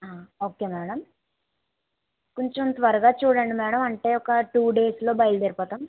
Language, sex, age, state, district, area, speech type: Telugu, female, 45-60, Andhra Pradesh, Kakinada, rural, conversation